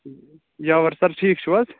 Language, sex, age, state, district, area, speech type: Kashmiri, male, 18-30, Jammu and Kashmir, Budgam, rural, conversation